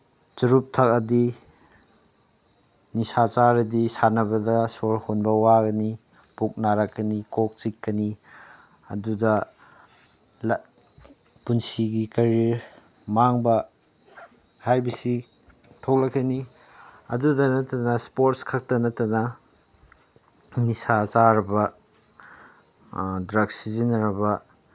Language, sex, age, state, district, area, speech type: Manipuri, male, 30-45, Manipur, Chandel, rural, spontaneous